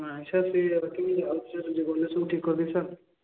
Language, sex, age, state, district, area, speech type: Odia, male, 18-30, Odisha, Balasore, rural, conversation